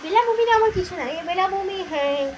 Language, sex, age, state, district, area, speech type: Odia, female, 18-30, Odisha, Subarnapur, urban, spontaneous